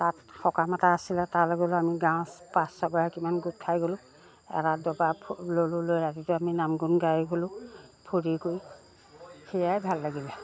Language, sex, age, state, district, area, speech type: Assamese, female, 60+, Assam, Lakhimpur, rural, spontaneous